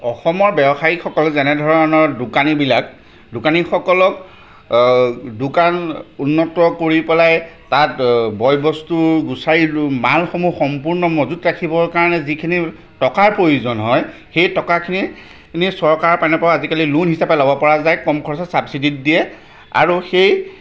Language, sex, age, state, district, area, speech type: Assamese, male, 45-60, Assam, Jorhat, urban, spontaneous